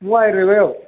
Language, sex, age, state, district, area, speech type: Malayalam, male, 18-30, Kerala, Kasaragod, rural, conversation